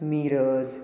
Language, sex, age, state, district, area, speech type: Marathi, male, 18-30, Maharashtra, Ratnagiri, urban, spontaneous